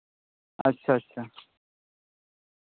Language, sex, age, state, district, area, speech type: Santali, male, 18-30, Jharkhand, Pakur, rural, conversation